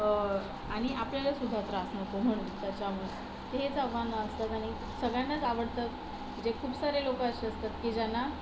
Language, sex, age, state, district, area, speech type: Marathi, female, 18-30, Maharashtra, Solapur, urban, spontaneous